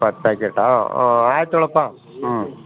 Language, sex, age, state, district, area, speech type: Kannada, male, 45-60, Karnataka, Bellary, rural, conversation